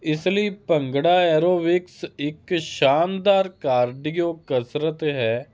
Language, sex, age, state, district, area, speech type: Punjabi, male, 30-45, Punjab, Hoshiarpur, urban, spontaneous